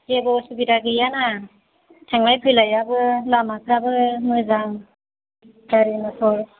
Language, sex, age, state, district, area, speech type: Bodo, female, 30-45, Assam, Chirang, urban, conversation